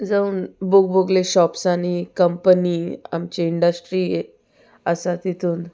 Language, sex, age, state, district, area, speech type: Goan Konkani, female, 18-30, Goa, Salcete, rural, spontaneous